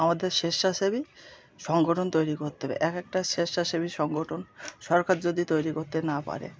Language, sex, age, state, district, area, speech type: Bengali, male, 30-45, West Bengal, Birbhum, urban, spontaneous